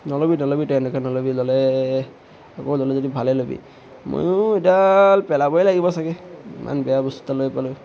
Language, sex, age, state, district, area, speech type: Assamese, male, 18-30, Assam, Tinsukia, urban, spontaneous